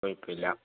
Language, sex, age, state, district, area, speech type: Malayalam, male, 18-30, Kerala, Kozhikode, urban, conversation